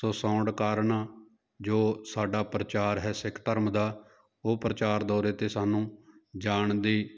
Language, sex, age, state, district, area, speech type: Punjabi, male, 30-45, Punjab, Jalandhar, urban, spontaneous